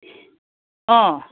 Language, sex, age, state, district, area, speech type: Assamese, female, 30-45, Assam, Charaideo, rural, conversation